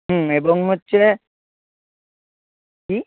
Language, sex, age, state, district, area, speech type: Bengali, male, 60+, West Bengal, Purba Medinipur, rural, conversation